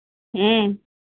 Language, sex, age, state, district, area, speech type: Santali, female, 45-60, West Bengal, Birbhum, rural, conversation